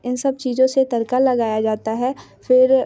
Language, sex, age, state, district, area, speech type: Hindi, female, 18-30, Bihar, Muzaffarpur, rural, spontaneous